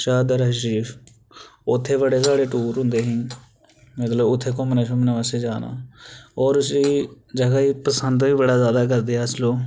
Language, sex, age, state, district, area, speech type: Dogri, male, 18-30, Jammu and Kashmir, Reasi, rural, spontaneous